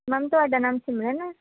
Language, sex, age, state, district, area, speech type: Punjabi, female, 18-30, Punjab, Shaheed Bhagat Singh Nagar, urban, conversation